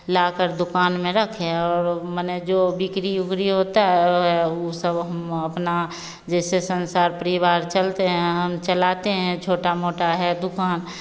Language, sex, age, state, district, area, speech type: Hindi, female, 45-60, Bihar, Begusarai, urban, spontaneous